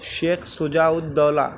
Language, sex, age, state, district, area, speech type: Urdu, male, 18-30, Telangana, Hyderabad, urban, spontaneous